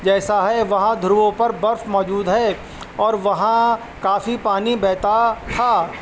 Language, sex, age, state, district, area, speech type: Urdu, male, 45-60, Uttar Pradesh, Rampur, urban, spontaneous